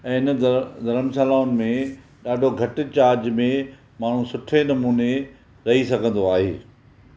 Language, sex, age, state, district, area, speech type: Sindhi, male, 45-60, Maharashtra, Thane, urban, spontaneous